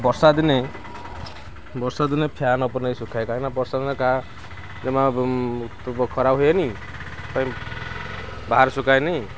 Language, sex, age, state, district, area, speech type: Odia, male, 45-60, Odisha, Kendrapara, urban, spontaneous